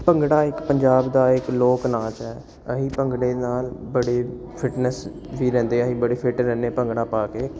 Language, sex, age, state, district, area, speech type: Punjabi, male, 18-30, Punjab, Jalandhar, urban, spontaneous